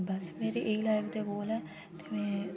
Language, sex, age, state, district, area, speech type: Dogri, female, 18-30, Jammu and Kashmir, Udhampur, urban, spontaneous